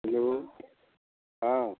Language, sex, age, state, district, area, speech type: Hindi, male, 60+, Bihar, Samastipur, urban, conversation